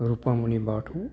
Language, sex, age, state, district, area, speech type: Bodo, male, 60+, Assam, Kokrajhar, urban, spontaneous